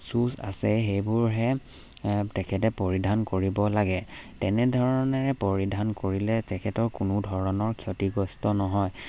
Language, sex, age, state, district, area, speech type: Assamese, male, 18-30, Assam, Charaideo, rural, spontaneous